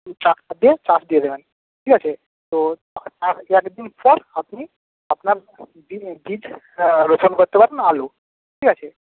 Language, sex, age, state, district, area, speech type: Bengali, male, 30-45, West Bengal, Paschim Medinipur, rural, conversation